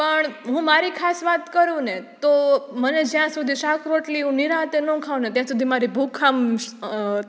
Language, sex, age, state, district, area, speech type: Gujarati, female, 18-30, Gujarat, Rajkot, urban, spontaneous